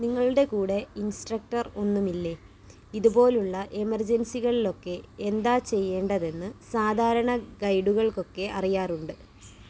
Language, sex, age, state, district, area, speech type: Malayalam, female, 18-30, Kerala, Kollam, rural, read